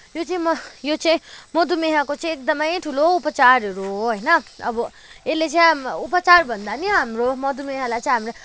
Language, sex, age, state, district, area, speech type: Nepali, female, 30-45, West Bengal, Kalimpong, rural, spontaneous